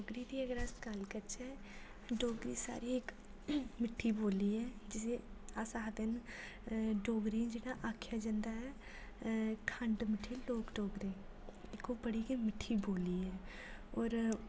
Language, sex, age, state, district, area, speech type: Dogri, female, 18-30, Jammu and Kashmir, Jammu, rural, spontaneous